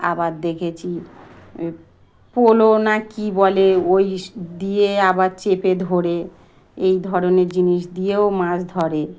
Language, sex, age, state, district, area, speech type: Bengali, female, 45-60, West Bengal, Dakshin Dinajpur, urban, spontaneous